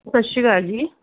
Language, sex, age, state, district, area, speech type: Punjabi, female, 30-45, Punjab, Gurdaspur, rural, conversation